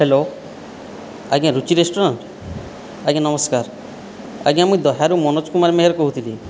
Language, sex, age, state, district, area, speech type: Odia, male, 18-30, Odisha, Boudh, rural, spontaneous